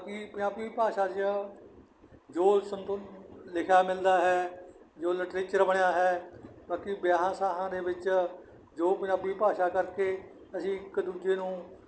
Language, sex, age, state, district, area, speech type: Punjabi, male, 60+, Punjab, Barnala, rural, spontaneous